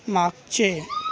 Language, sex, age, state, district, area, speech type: Marathi, male, 18-30, Maharashtra, Thane, urban, read